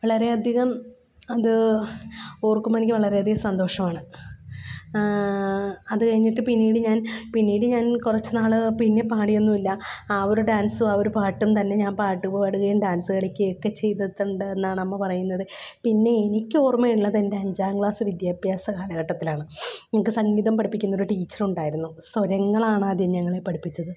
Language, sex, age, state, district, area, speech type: Malayalam, female, 30-45, Kerala, Alappuzha, rural, spontaneous